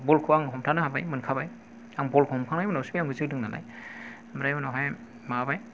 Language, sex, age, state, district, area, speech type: Bodo, male, 45-60, Assam, Kokrajhar, rural, spontaneous